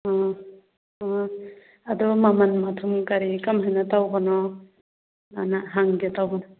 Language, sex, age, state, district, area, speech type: Manipuri, female, 45-60, Manipur, Churachandpur, rural, conversation